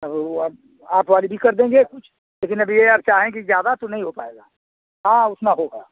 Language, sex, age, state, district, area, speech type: Hindi, male, 45-60, Uttar Pradesh, Azamgarh, rural, conversation